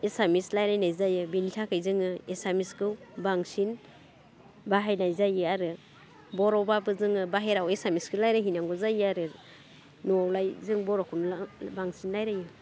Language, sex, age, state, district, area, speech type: Bodo, female, 30-45, Assam, Udalguri, urban, spontaneous